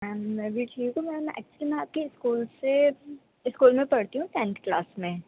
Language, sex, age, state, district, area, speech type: Urdu, female, 18-30, Delhi, North East Delhi, urban, conversation